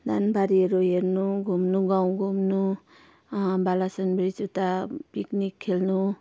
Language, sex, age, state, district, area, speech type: Nepali, female, 30-45, West Bengal, Darjeeling, rural, spontaneous